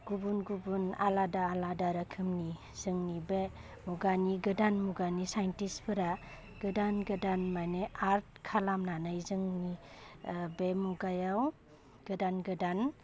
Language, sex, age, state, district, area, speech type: Bodo, female, 30-45, Assam, Baksa, rural, spontaneous